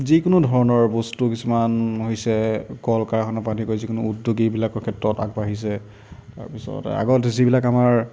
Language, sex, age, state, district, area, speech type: Assamese, male, 30-45, Assam, Nagaon, rural, spontaneous